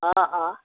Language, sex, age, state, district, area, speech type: Assamese, male, 45-60, Assam, Darrang, rural, conversation